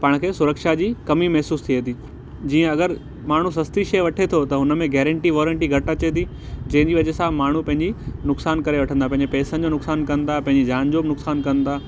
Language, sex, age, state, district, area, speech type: Sindhi, male, 18-30, Gujarat, Kutch, urban, spontaneous